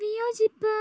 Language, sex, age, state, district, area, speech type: Malayalam, female, 45-60, Kerala, Kozhikode, urban, read